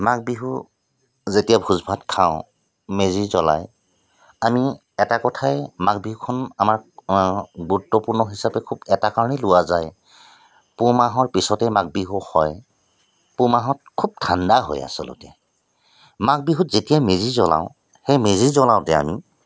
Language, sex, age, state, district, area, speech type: Assamese, male, 45-60, Assam, Tinsukia, urban, spontaneous